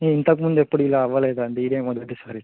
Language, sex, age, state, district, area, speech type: Telugu, male, 18-30, Andhra Pradesh, Visakhapatnam, urban, conversation